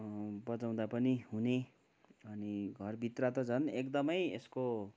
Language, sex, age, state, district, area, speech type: Nepali, male, 45-60, West Bengal, Kalimpong, rural, spontaneous